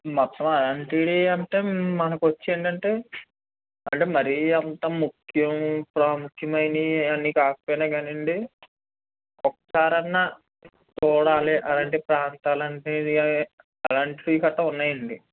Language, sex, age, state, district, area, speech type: Telugu, male, 30-45, Andhra Pradesh, Konaseema, rural, conversation